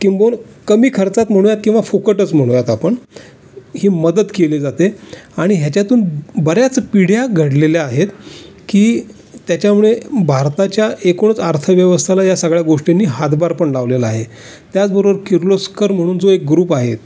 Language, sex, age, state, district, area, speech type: Marathi, male, 60+, Maharashtra, Raigad, urban, spontaneous